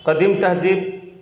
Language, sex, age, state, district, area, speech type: Urdu, male, 45-60, Bihar, Gaya, urban, spontaneous